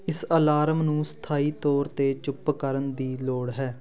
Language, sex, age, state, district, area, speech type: Punjabi, male, 18-30, Punjab, Fatehgarh Sahib, rural, read